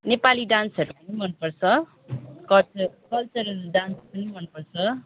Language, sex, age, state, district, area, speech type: Nepali, female, 30-45, West Bengal, Kalimpong, rural, conversation